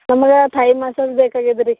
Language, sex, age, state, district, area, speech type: Kannada, female, 18-30, Karnataka, Bidar, urban, conversation